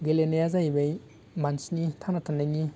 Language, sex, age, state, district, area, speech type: Bodo, male, 18-30, Assam, Baksa, rural, spontaneous